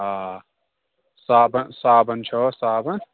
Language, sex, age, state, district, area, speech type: Kashmiri, male, 18-30, Jammu and Kashmir, Pulwama, rural, conversation